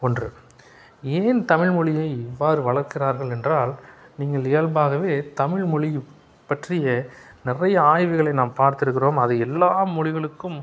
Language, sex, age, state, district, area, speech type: Tamil, male, 30-45, Tamil Nadu, Salem, urban, spontaneous